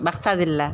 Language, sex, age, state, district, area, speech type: Assamese, female, 30-45, Assam, Nalbari, rural, spontaneous